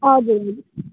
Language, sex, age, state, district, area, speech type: Nepali, female, 18-30, West Bengal, Kalimpong, rural, conversation